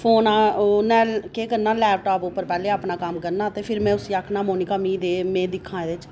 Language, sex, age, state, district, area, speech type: Dogri, female, 30-45, Jammu and Kashmir, Reasi, urban, spontaneous